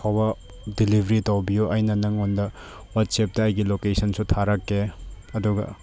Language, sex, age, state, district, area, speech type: Manipuri, male, 18-30, Manipur, Chandel, rural, spontaneous